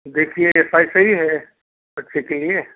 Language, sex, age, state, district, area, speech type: Hindi, male, 45-60, Uttar Pradesh, Prayagraj, rural, conversation